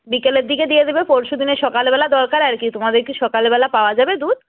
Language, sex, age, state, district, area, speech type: Bengali, female, 30-45, West Bengal, North 24 Parganas, rural, conversation